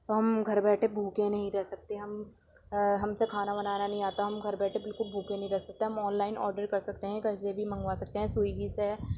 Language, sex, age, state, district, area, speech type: Urdu, female, 45-60, Delhi, Central Delhi, urban, spontaneous